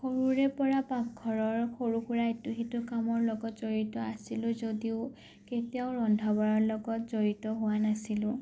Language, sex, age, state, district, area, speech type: Assamese, female, 18-30, Assam, Morigaon, rural, spontaneous